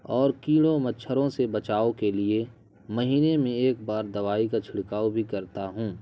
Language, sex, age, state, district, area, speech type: Urdu, male, 30-45, Bihar, Purnia, rural, spontaneous